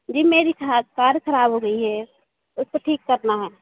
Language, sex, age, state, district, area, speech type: Hindi, female, 18-30, Madhya Pradesh, Hoshangabad, rural, conversation